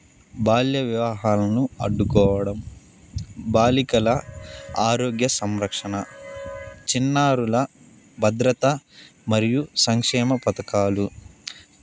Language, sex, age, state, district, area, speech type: Telugu, male, 18-30, Andhra Pradesh, Sri Balaji, rural, spontaneous